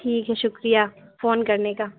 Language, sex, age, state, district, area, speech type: Urdu, female, 60+, Uttar Pradesh, Lucknow, urban, conversation